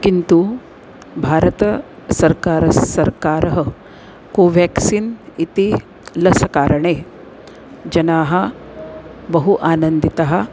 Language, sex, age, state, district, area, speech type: Sanskrit, female, 45-60, Maharashtra, Nagpur, urban, spontaneous